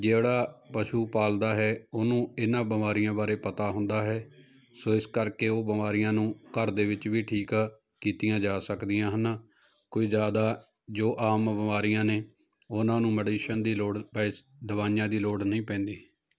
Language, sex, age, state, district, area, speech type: Punjabi, male, 30-45, Punjab, Jalandhar, urban, spontaneous